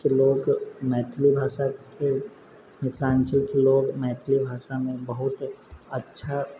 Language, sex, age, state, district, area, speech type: Maithili, male, 18-30, Bihar, Sitamarhi, urban, spontaneous